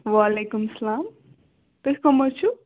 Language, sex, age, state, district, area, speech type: Kashmiri, female, 30-45, Jammu and Kashmir, Bandipora, rural, conversation